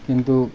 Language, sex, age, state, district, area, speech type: Bengali, male, 30-45, West Bengal, Birbhum, urban, spontaneous